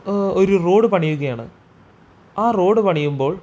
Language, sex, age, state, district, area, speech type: Malayalam, male, 18-30, Kerala, Thrissur, urban, spontaneous